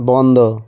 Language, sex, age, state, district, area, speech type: Bengali, male, 30-45, West Bengal, South 24 Parganas, rural, read